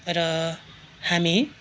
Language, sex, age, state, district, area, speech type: Nepali, male, 30-45, West Bengal, Darjeeling, rural, spontaneous